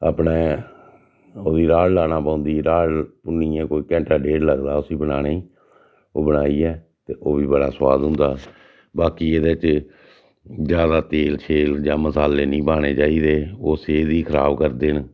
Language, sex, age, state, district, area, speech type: Dogri, male, 60+, Jammu and Kashmir, Reasi, rural, spontaneous